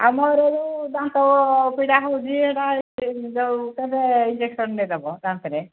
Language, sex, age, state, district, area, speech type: Odia, female, 60+, Odisha, Angul, rural, conversation